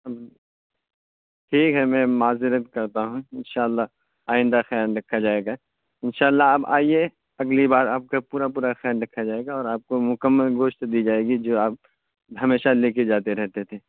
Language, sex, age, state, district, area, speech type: Urdu, male, 30-45, Uttar Pradesh, Muzaffarnagar, urban, conversation